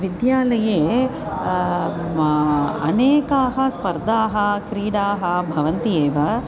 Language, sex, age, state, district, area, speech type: Sanskrit, female, 45-60, Tamil Nadu, Chennai, urban, spontaneous